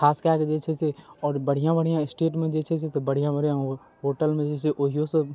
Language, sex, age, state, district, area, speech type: Maithili, male, 18-30, Bihar, Darbhanga, rural, spontaneous